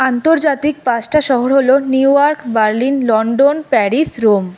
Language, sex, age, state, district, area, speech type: Bengali, female, 30-45, West Bengal, Paschim Bardhaman, urban, spontaneous